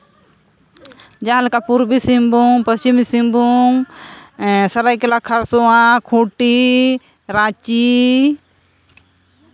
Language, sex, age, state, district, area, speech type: Santali, female, 45-60, Jharkhand, Seraikela Kharsawan, rural, spontaneous